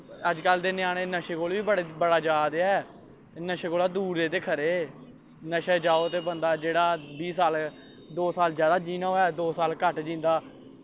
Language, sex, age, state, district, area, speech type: Dogri, male, 18-30, Jammu and Kashmir, Samba, rural, spontaneous